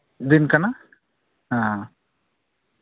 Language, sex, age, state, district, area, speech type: Santali, male, 45-60, Jharkhand, East Singhbhum, rural, conversation